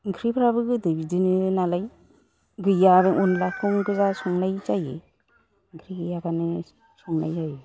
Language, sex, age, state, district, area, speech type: Bodo, male, 60+, Assam, Chirang, rural, spontaneous